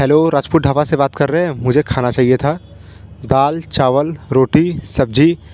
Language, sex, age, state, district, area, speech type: Hindi, male, 30-45, Uttar Pradesh, Bhadohi, rural, spontaneous